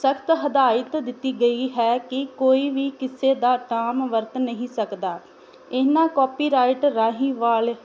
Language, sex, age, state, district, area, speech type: Punjabi, female, 18-30, Punjab, Tarn Taran, rural, spontaneous